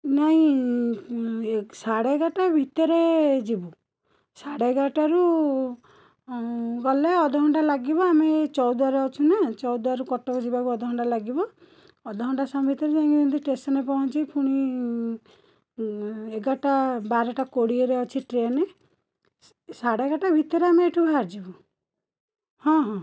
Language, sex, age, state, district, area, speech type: Odia, female, 30-45, Odisha, Cuttack, urban, spontaneous